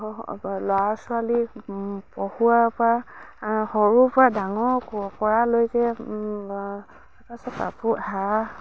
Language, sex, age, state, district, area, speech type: Assamese, female, 60+, Assam, Dibrugarh, rural, spontaneous